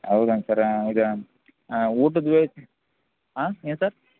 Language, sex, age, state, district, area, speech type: Kannada, male, 18-30, Karnataka, Bellary, rural, conversation